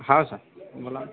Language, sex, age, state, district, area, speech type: Marathi, male, 18-30, Maharashtra, Akola, rural, conversation